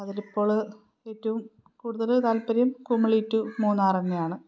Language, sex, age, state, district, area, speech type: Malayalam, female, 30-45, Kerala, Palakkad, rural, spontaneous